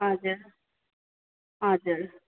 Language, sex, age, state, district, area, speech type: Nepali, female, 30-45, West Bengal, Darjeeling, rural, conversation